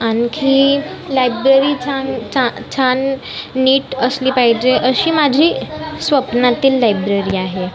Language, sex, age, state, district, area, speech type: Marathi, female, 30-45, Maharashtra, Nagpur, urban, spontaneous